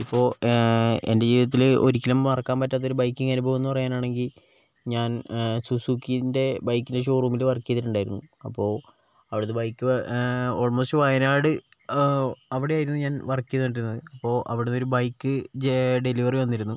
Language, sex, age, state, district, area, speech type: Malayalam, male, 18-30, Kerala, Wayanad, rural, spontaneous